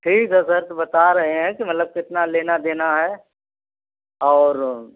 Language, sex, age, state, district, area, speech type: Hindi, male, 45-60, Uttar Pradesh, Azamgarh, rural, conversation